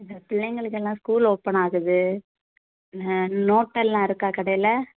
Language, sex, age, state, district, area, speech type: Tamil, female, 18-30, Tamil Nadu, Kanyakumari, rural, conversation